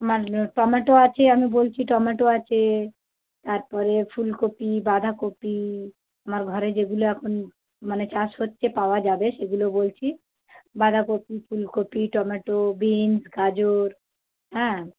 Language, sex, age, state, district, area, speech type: Bengali, female, 45-60, West Bengal, South 24 Parganas, rural, conversation